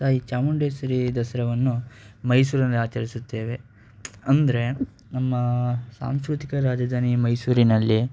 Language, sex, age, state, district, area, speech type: Kannada, male, 18-30, Karnataka, Mysore, rural, spontaneous